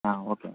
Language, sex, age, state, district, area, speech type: Tamil, male, 18-30, Tamil Nadu, Tiruchirappalli, rural, conversation